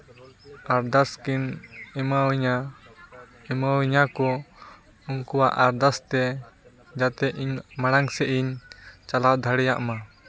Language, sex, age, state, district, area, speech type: Santali, male, 18-30, West Bengal, Purba Bardhaman, rural, spontaneous